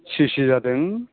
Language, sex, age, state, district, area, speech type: Bodo, male, 60+, Assam, Udalguri, urban, conversation